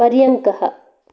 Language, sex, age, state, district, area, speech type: Sanskrit, female, 45-60, Karnataka, Dakshina Kannada, rural, read